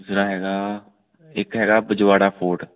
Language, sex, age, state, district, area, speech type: Punjabi, male, 30-45, Punjab, Hoshiarpur, rural, conversation